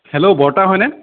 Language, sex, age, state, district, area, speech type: Assamese, male, 30-45, Assam, Nagaon, rural, conversation